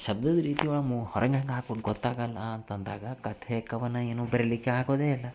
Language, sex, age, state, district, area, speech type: Kannada, male, 30-45, Karnataka, Dharwad, urban, spontaneous